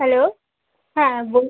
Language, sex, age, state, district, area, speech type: Bengali, female, 18-30, West Bengal, Howrah, urban, conversation